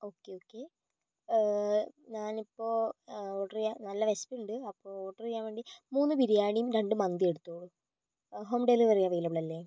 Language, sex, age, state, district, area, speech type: Malayalam, female, 18-30, Kerala, Kozhikode, urban, spontaneous